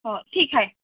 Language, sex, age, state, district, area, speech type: Marathi, female, 30-45, Maharashtra, Nagpur, rural, conversation